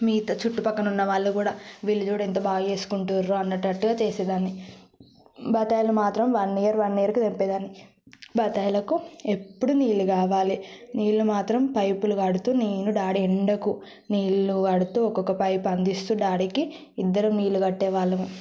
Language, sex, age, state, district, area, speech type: Telugu, female, 18-30, Telangana, Yadadri Bhuvanagiri, rural, spontaneous